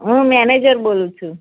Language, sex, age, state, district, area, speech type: Gujarati, female, 30-45, Gujarat, Kheda, rural, conversation